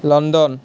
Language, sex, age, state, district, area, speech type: Assamese, male, 18-30, Assam, Nalbari, rural, spontaneous